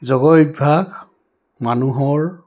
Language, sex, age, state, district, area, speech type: Assamese, male, 60+, Assam, Goalpara, urban, spontaneous